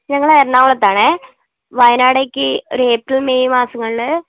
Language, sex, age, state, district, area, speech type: Malayalam, female, 18-30, Kerala, Wayanad, rural, conversation